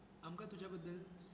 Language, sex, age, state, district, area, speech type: Goan Konkani, female, 18-30, Goa, Tiswadi, rural, spontaneous